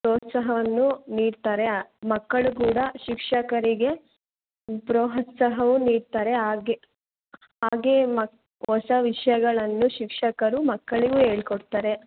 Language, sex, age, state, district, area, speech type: Kannada, female, 18-30, Karnataka, Chitradurga, rural, conversation